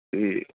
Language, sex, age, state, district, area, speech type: Punjabi, male, 30-45, Punjab, Fazilka, rural, conversation